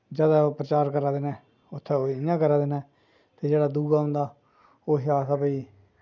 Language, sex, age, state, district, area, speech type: Dogri, male, 45-60, Jammu and Kashmir, Jammu, rural, spontaneous